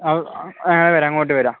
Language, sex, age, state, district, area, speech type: Malayalam, male, 18-30, Kerala, Kasaragod, rural, conversation